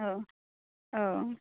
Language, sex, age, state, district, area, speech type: Bodo, female, 18-30, Assam, Kokrajhar, rural, conversation